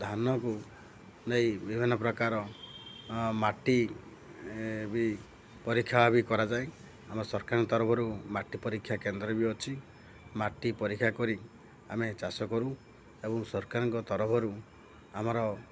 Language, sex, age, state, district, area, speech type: Odia, male, 45-60, Odisha, Ganjam, urban, spontaneous